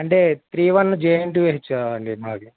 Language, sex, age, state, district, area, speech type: Telugu, male, 18-30, Telangana, Yadadri Bhuvanagiri, urban, conversation